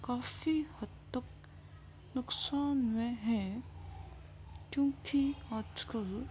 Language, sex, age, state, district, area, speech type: Urdu, female, 18-30, Uttar Pradesh, Gautam Buddha Nagar, urban, spontaneous